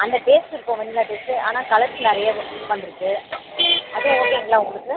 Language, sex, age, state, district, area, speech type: Tamil, female, 30-45, Tamil Nadu, Chennai, urban, conversation